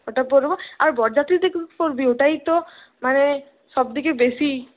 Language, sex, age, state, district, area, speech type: Bengali, female, 30-45, West Bengal, Purulia, urban, conversation